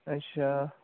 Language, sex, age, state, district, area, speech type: Dogri, male, 18-30, Jammu and Kashmir, Udhampur, rural, conversation